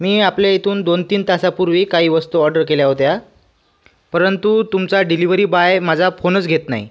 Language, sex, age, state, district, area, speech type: Marathi, male, 18-30, Maharashtra, Washim, rural, spontaneous